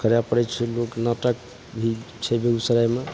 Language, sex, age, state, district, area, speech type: Maithili, male, 45-60, Bihar, Begusarai, urban, spontaneous